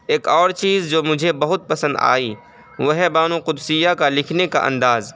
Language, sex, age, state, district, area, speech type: Urdu, male, 18-30, Uttar Pradesh, Saharanpur, urban, spontaneous